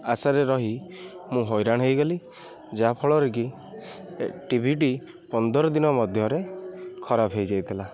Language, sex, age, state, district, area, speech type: Odia, male, 18-30, Odisha, Kendrapara, urban, spontaneous